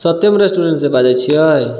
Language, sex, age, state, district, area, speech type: Maithili, male, 30-45, Bihar, Sitamarhi, urban, spontaneous